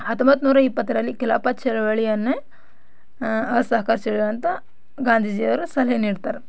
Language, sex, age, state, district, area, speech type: Kannada, female, 18-30, Karnataka, Bidar, rural, spontaneous